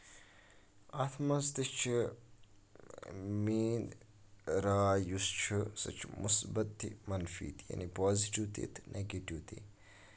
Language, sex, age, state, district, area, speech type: Kashmiri, male, 30-45, Jammu and Kashmir, Kupwara, rural, spontaneous